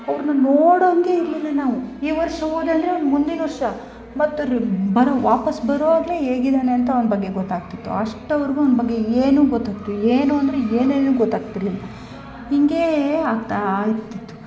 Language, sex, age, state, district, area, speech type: Kannada, female, 30-45, Karnataka, Chikkamagaluru, rural, spontaneous